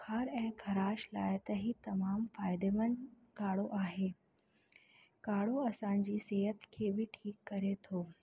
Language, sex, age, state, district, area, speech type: Sindhi, female, 18-30, Rajasthan, Ajmer, urban, spontaneous